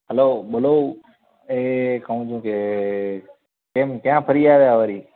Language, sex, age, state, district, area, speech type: Gujarati, male, 18-30, Gujarat, Kutch, rural, conversation